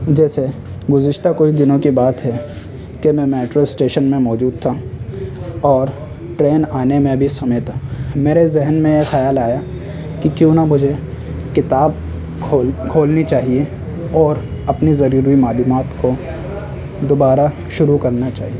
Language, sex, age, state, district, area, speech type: Urdu, male, 18-30, Delhi, North West Delhi, urban, spontaneous